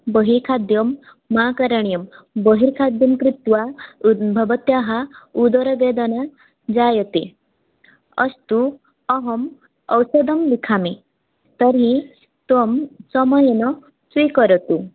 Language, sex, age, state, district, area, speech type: Sanskrit, female, 18-30, Odisha, Mayurbhanj, rural, conversation